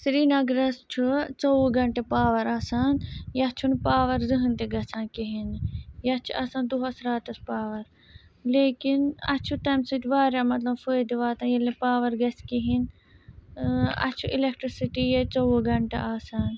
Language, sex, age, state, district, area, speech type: Kashmiri, female, 30-45, Jammu and Kashmir, Srinagar, urban, spontaneous